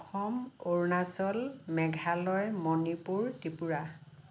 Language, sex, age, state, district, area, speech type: Assamese, female, 60+, Assam, Lakhimpur, urban, spontaneous